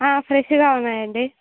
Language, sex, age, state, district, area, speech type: Telugu, female, 18-30, Andhra Pradesh, Sri Balaji, rural, conversation